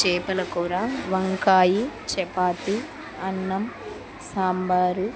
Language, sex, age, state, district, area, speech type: Telugu, female, 45-60, Andhra Pradesh, Kurnool, rural, spontaneous